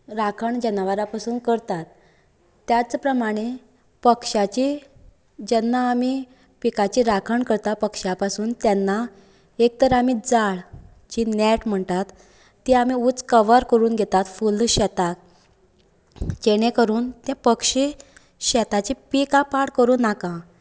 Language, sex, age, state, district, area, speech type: Goan Konkani, female, 18-30, Goa, Canacona, rural, spontaneous